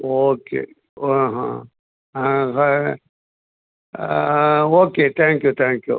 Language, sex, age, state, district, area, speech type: Tamil, male, 60+, Tamil Nadu, Sivaganga, rural, conversation